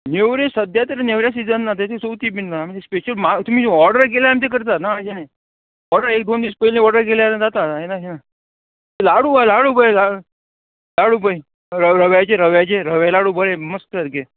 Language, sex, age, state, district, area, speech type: Goan Konkani, male, 45-60, Goa, Murmgao, rural, conversation